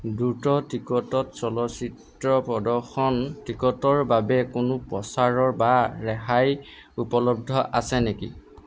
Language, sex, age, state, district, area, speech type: Assamese, male, 18-30, Assam, Golaghat, urban, read